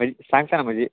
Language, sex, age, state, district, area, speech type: Marathi, male, 18-30, Maharashtra, Beed, rural, conversation